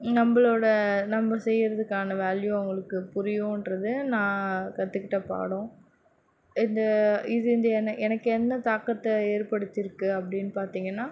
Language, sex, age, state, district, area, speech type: Tamil, female, 45-60, Tamil Nadu, Mayiladuthurai, urban, spontaneous